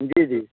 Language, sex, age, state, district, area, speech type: Hindi, male, 30-45, Bihar, Muzaffarpur, rural, conversation